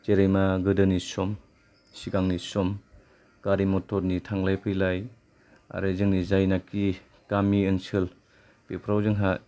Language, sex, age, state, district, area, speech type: Bodo, male, 30-45, Assam, Kokrajhar, rural, spontaneous